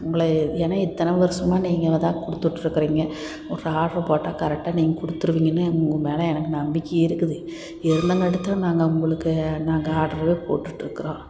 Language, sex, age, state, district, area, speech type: Tamil, female, 45-60, Tamil Nadu, Tiruppur, rural, spontaneous